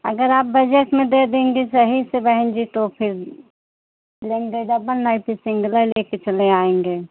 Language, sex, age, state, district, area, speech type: Hindi, female, 45-60, Uttar Pradesh, Pratapgarh, rural, conversation